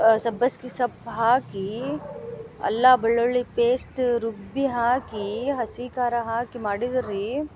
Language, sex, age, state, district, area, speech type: Kannada, female, 30-45, Karnataka, Gadag, rural, spontaneous